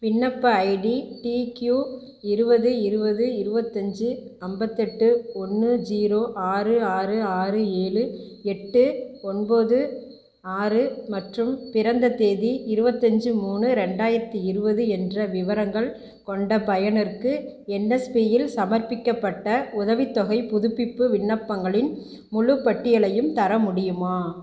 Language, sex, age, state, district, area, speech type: Tamil, female, 30-45, Tamil Nadu, Tiruchirappalli, rural, read